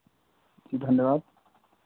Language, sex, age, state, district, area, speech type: Hindi, male, 45-60, Uttar Pradesh, Sitapur, rural, conversation